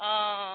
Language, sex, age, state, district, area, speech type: Assamese, female, 30-45, Assam, Dhemaji, rural, conversation